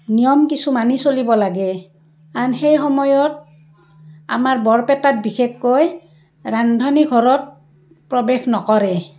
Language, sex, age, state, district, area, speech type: Assamese, female, 60+, Assam, Barpeta, rural, spontaneous